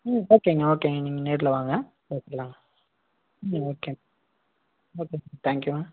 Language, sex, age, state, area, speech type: Tamil, male, 18-30, Tamil Nadu, rural, conversation